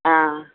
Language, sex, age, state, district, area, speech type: Tamil, female, 60+, Tamil Nadu, Coimbatore, urban, conversation